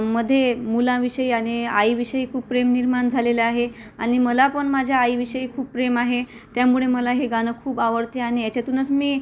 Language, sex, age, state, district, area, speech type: Marathi, female, 30-45, Maharashtra, Amravati, urban, spontaneous